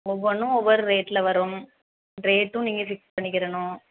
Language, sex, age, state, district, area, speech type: Tamil, female, 30-45, Tamil Nadu, Thoothukudi, rural, conversation